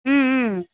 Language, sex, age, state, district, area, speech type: Tamil, female, 30-45, Tamil Nadu, Tirupattur, rural, conversation